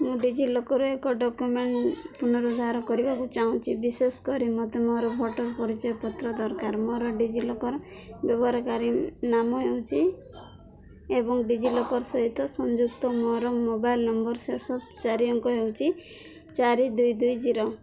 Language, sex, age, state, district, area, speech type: Odia, female, 18-30, Odisha, Koraput, urban, read